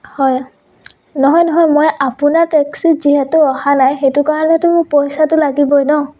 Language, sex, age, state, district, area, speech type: Assamese, female, 18-30, Assam, Biswanath, rural, spontaneous